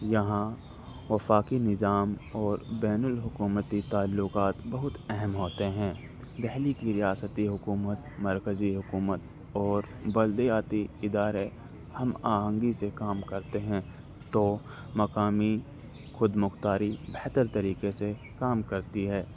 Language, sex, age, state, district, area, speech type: Urdu, male, 30-45, Delhi, North East Delhi, urban, spontaneous